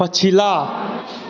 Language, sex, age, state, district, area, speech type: Maithili, male, 18-30, Bihar, Supaul, urban, read